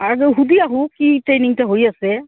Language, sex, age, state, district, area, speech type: Assamese, female, 45-60, Assam, Goalpara, rural, conversation